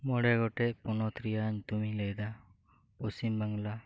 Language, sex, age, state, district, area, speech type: Santali, male, 18-30, West Bengal, Birbhum, rural, spontaneous